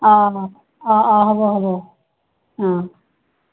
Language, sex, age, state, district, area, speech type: Assamese, female, 60+, Assam, Barpeta, rural, conversation